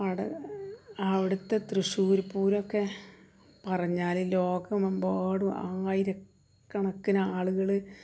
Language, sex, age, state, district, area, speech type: Malayalam, female, 45-60, Kerala, Malappuram, rural, spontaneous